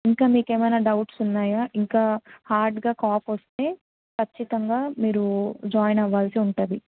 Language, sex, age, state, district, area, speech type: Telugu, female, 18-30, Telangana, Medak, urban, conversation